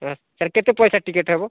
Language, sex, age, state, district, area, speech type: Odia, male, 45-60, Odisha, Rayagada, rural, conversation